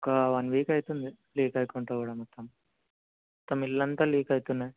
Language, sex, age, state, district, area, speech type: Telugu, male, 18-30, Telangana, Ranga Reddy, urban, conversation